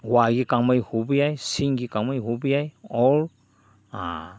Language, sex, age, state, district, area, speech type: Manipuri, male, 60+, Manipur, Chandel, rural, spontaneous